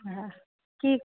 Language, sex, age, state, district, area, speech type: Bengali, female, 30-45, West Bengal, Hooghly, urban, conversation